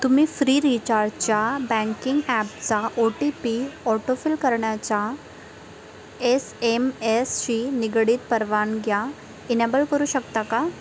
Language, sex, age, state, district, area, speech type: Marathi, female, 18-30, Maharashtra, Wardha, rural, read